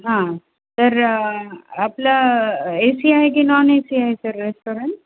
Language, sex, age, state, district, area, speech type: Marathi, female, 30-45, Maharashtra, Nanded, urban, conversation